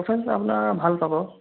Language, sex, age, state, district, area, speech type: Assamese, male, 18-30, Assam, Sonitpur, rural, conversation